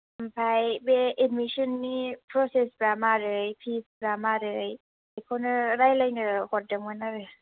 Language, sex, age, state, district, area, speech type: Bodo, female, 18-30, Assam, Kokrajhar, rural, conversation